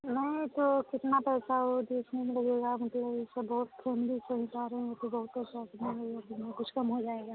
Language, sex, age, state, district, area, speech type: Hindi, female, 18-30, Uttar Pradesh, Prayagraj, rural, conversation